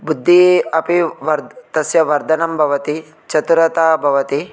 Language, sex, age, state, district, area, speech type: Sanskrit, male, 30-45, Telangana, Ranga Reddy, urban, spontaneous